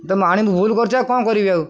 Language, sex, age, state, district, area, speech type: Odia, male, 45-60, Odisha, Jagatsinghpur, urban, spontaneous